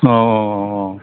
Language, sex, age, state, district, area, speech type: Bodo, male, 60+, Assam, Kokrajhar, rural, conversation